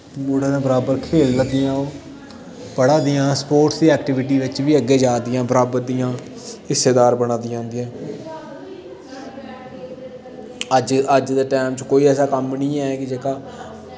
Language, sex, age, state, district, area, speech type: Dogri, male, 30-45, Jammu and Kashmir, Udhampur, rural, spontaneous